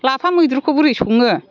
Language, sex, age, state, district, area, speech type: Bodo, female, 60+, Assam, Chirang, rural, spontaneous